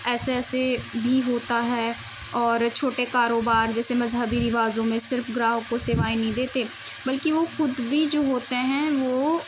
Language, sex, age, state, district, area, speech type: Urdu, female, 18-30, Uttar Pradesh, Muzaffarnagar, rural, spontaneous